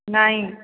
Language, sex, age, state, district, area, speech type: Odia, female, 45-60, Odisha, Sambalpur, rural, conversation